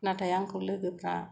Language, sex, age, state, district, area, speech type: Bodo, female, 45-60, Assam, Kokrajhar, rural, spontaneous